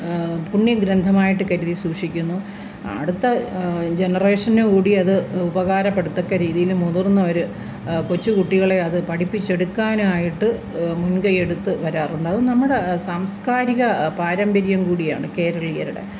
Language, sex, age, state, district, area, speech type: Malayalam, female, 60+, Kerala, Thiruvananthapuram, urban, spontaneous